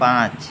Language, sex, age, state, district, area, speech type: Hindi, male, 18-30, Uttar Pradesh, Mau, urban, read